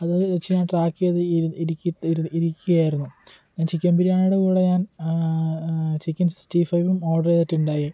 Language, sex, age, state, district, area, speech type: Malayalam, male, 18-30, Kerala, Kottayam, rural, spontaneous